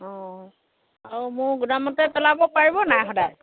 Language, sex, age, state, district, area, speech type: Assamese, female, 60+, Assam, Golaghat, rural, conversation